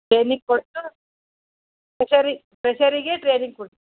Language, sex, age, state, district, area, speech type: Kannada, female, 45-60, Karnataka, Bidar, urban, conversation